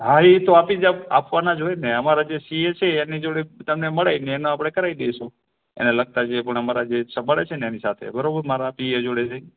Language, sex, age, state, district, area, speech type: Gujarati, male, 18-30, Gujarat, Morbi, rural, conversation